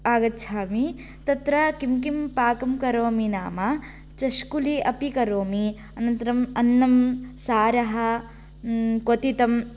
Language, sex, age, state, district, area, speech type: Sanskrit, female, 18-30, Karnataka, Haveri, rural, spontaneous